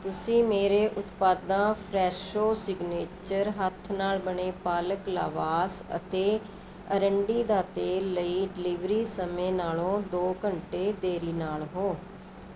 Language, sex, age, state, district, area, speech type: Punjabi, female, 45-60, Punjab, Mohali, urban, read